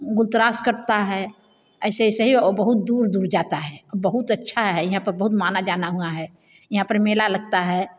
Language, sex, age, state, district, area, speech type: Hindi, female, 60+, Uttar Pradesh, Bhadohi, rural, spontaneous